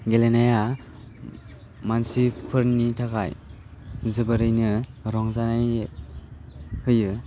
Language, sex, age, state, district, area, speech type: Bodo, male, 18-30, Assam, Baksa, rural, spontaneous